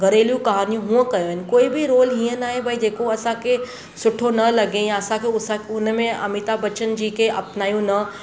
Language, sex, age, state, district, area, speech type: Sindhi, female, 30-45, Maharashtra, Mumbai Suburban, urban, spontaneous